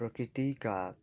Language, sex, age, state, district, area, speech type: Nepali, male, 18-30, West Bengal, Darjeeling, rural, spontaneous